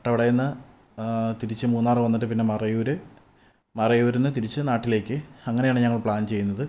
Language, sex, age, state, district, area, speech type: Malayalam, male, 18-30, Kerala, Idukki, rural, spontaneous